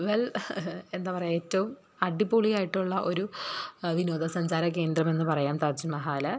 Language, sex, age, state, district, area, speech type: Malayalam, female, 30-45, Kerala, Thrissur, rural, spontaneous